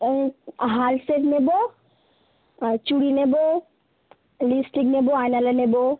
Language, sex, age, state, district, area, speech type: Bengali, female, 18-30, West Bengal, South 24 Parganas, rural, conversation